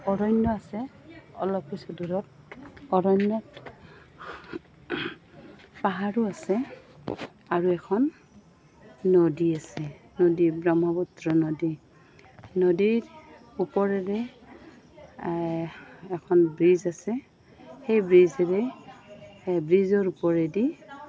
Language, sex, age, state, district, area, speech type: Assamese, female, 45-60, Assam, Goalpara, urban, spontaneous